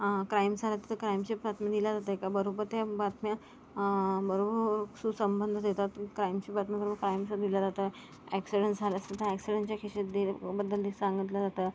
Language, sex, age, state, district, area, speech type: Marathi, female, 30-45, Maharashtra, Yavatmal, rural, spontaneous